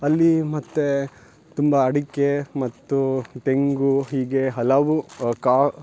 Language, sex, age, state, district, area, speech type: Kannada, male, 18-30, Karnataka, Uttara Kannada, rural, spontaneous